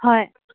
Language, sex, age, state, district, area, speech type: Assamese, female, 18-30, Assam, Dibrugarh, urban, conversation